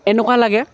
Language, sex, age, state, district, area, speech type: Assamese, male, 18-30, Assam, Lakhimpur, urban, spontaneous